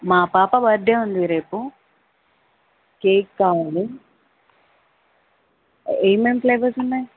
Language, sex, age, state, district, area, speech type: Telugu, female, 18-30, Telangana, Jayashankar, urban, conversation